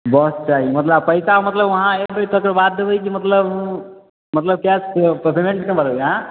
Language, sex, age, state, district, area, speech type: Maithili, male, 18-30, Bihar, Samastipur, urban, conversation